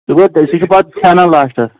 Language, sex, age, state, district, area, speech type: Kashmiri, male, 18-30, Jammu and Kashmir, Kulgam, rural, conversation